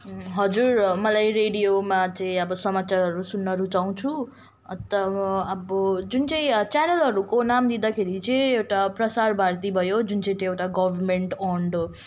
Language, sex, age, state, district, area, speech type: Nepali, female, 18-30, West Bengal, Kalimpong, rural, spontaneous